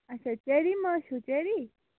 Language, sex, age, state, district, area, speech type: Kashmiri, female, 18-30, Jammu and Kashmir, Baramulla, rural, conversation